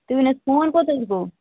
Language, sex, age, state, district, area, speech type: Kashmiri, female, 18-30, Jammu and Kashmir, Bandipora, rural, conversation